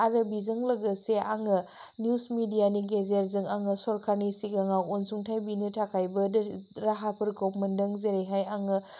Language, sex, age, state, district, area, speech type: Bodo, female, 30-45, Assam, Chirang, rural, spontaneous